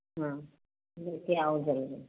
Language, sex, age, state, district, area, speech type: Hindi, female, 60+, Uttar Pradesh, Prayagraj, rural, conversation